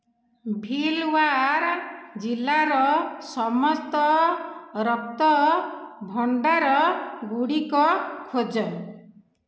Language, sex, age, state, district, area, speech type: Odia, female, 45-60, Odisha, Dhenkanal, rural, read